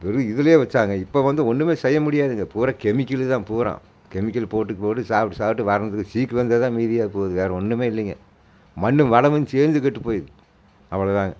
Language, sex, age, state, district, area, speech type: Tamil, male, 45-60, Tamil Nadu, Coimbatore, rural, spontaneous